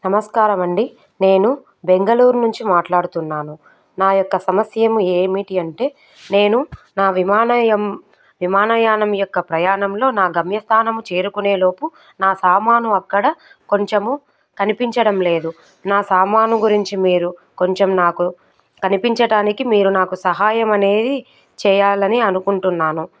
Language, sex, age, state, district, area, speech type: Telugu, female, 30-45, Telangana, Medchal, urban, spontaneous